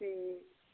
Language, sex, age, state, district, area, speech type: Dogri, female, 60+, Jammu and Kashmir, Udhampur, rural, conversation